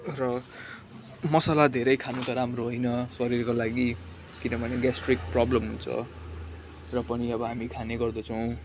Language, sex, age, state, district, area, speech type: Nepali, male, 18-30, West Bengal, Kalimpong, rural, spontaneous